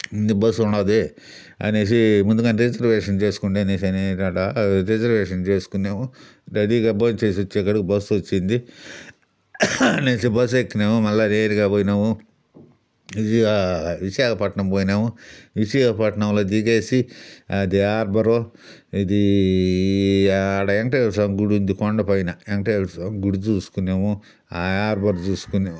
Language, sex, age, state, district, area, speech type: Telugu, male, 60+, Andhra Pradesh, Sri Balaji, urban, spontaneous